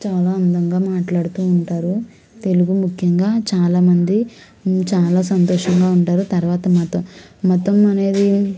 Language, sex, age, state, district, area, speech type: Telugu, female, 18-30, Andhra Pradesh, Konaseema, urban, spontaneous